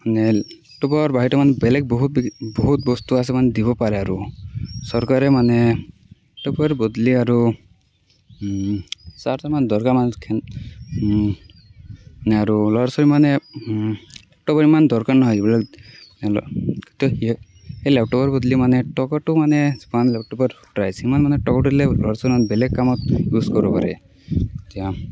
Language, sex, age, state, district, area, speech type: Assamese, male, 18-30, Assam, Barpeta, rural, spontaneous